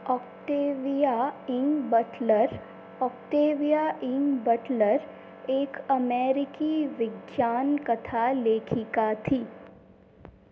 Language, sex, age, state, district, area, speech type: Hindi, female, 18-30, Madhya Pradesh, Seoni, urban, read